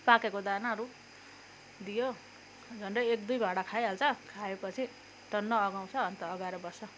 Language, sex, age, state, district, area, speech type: Nepali, female, 30-45, West Bengal, Kalimpong, rural, spontaneous